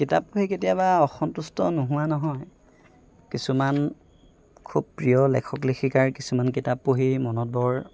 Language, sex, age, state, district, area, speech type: Assamese, male, 30-45, Assam, Golaghat, urban, spontaneous